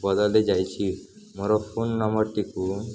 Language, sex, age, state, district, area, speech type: Odia, male, 18-30, Odisha, Nuapada, rural, spontaneous